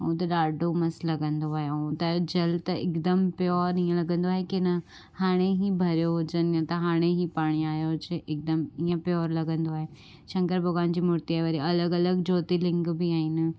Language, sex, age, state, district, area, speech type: Sindhi, female, 18-30, Gujarat, Surat, urban, spontaneous